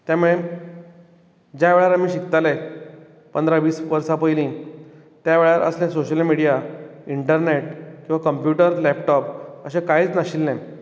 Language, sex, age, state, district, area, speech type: Goan Konkani, male, 45-60, Goa, Bardez, rural, spontaneous